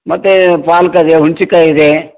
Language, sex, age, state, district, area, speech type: Kannada, male, 60+, Karnataka, Koppal, rural, conversation